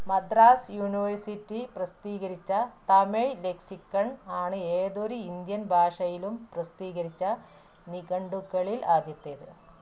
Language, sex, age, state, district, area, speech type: Malayalam, female, 30-45, Kerala, Malappuram, rural, read